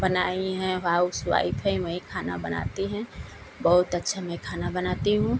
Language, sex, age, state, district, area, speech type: Hindi, female, 18-30, Uttar Pradesh, Ghazipur, urban, spontaneous